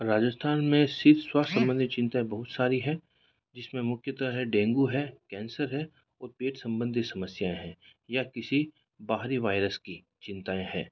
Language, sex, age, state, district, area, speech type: Hindi, male, 45-60, Rajasthan, Jodhpur, urban, spontaneous